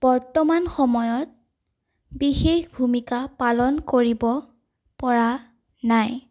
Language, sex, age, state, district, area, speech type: Assamese, female, 18-30, Assam, Sonitpur, rural, spontaneous